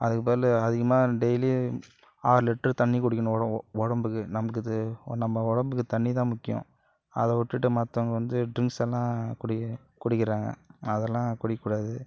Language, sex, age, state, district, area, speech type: Tamil, male, 30-45, Tamil Nadu, Cuddalore, rural, spontaneous